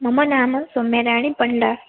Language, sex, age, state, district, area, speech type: Sanskrit, female, 18-30, Odisha, Bhadrak, rural, conversation